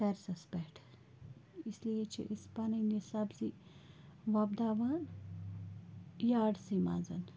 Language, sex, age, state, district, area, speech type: Kashmiri, female, 45-60, Jammu and Kashmir, Bandipora, rural, spontaneous